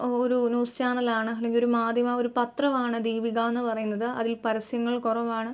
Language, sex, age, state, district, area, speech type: Malayalam, female, 18-30, Kerala, Alappuzha, rural, spontaneous